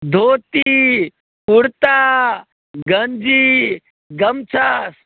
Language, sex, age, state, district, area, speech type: Maithili, male, 60+, Bihar, Sitamarhi, rural, conversation